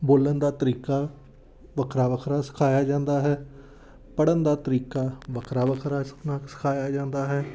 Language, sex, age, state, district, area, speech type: Punjabi, male, 30-45, Punjab, Amritsar, urban, spontaneous